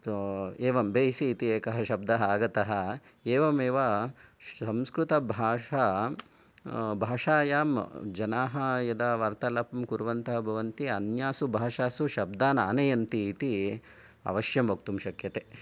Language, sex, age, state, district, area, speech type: Sanskrit, male, 45-60, Karnataka, Bangalore Urban, urban, spontaneous